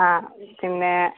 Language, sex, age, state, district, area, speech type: Malayalam, female, 18-30, Kerala, Malappuram, rural, conversation